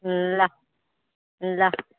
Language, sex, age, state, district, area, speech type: Nepali, female, 18-30, West Bengal, Alipurduar, urban, conversation